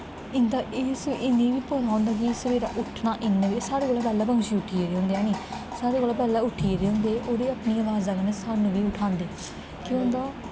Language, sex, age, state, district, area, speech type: Dogri, female, 18-30, Jammu and Kashmir, Kathua, rural, spontaneous